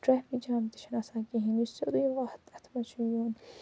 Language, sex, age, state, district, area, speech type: Kashmiri, female, 45-60, Jammu and Kashmir, Ganderbal, urban, spontaneous